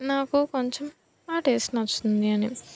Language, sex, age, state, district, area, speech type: Telugu, female, 18-30, Andhra Pradesh, Anakapalli, rural, spontaneous